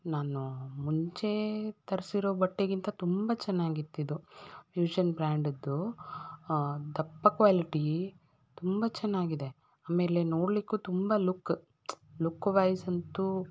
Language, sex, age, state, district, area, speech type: Kannada, female, 30-45, Karnataka, Davanagere, urban, spontaneous